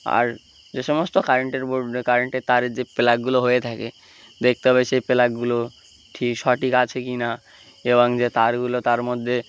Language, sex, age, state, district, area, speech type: Bengali, male, 18-30, West Bengal, Uttar Dinajpur, urban, spontaneous